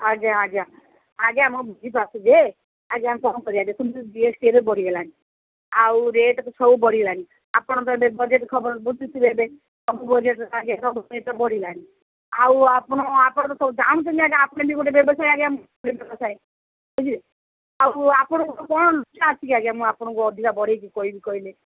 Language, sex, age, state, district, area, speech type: Odia, female, 45-60, Odisha, Sundergarh, rural, conversation